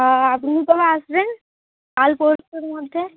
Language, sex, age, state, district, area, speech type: Bengali, female, 30-45, West Bengal, Uttar Dinajpur, urban, conversation